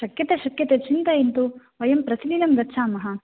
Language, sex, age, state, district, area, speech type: Sanskrit, female, 18-30, Karnataka, Chikkamagaluru, urban, conversation